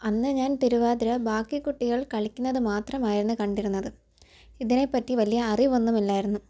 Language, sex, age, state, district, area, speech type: Malayalam, female, 18-30, Kerala, Thiruvananthapuram, urban, spontaneous